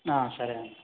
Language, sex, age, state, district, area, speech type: Telugu, male, 30-45, Andhra Pradesh, Chittoor, urban, conversation